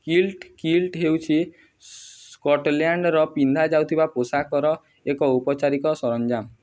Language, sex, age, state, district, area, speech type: Odia, male, 18-30, Odisha, Nuapada, urban, read